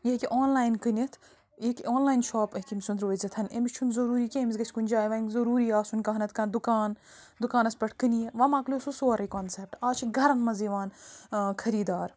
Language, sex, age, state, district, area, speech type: Kashmiri, female, 30-45, Jammu and Kashmir, Bandipora, rural, spontaneous